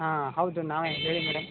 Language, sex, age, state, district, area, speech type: Kannada, male, 18-30, Karnataka, Chamarajanagar, rural, conversation